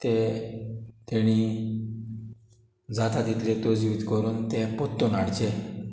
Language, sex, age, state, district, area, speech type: Goan Konkani, male, 45-60, Goa, Murmgao, rural, spontaneous